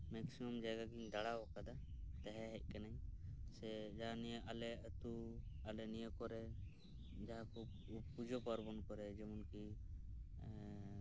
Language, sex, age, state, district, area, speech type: Santali, male, 18-30, West Bengal, Birbhum, rural, spontaneous